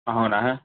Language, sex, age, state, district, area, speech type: Telugu, male, 18-30, Telangana, Medak, rural, conversation